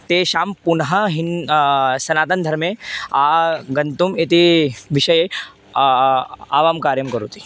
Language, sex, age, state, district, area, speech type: Sanskrit, male, 18-30, Madhya Pradesh, Chhindwara, urban, spontaneous